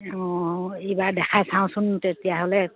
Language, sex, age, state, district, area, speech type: Assamese, female, 60+, Assam, Dibrugarh, rural, conversation